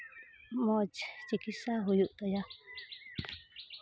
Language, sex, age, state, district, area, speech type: Santali, female, 30-45, West Bengal, Malda, rural, spontaneous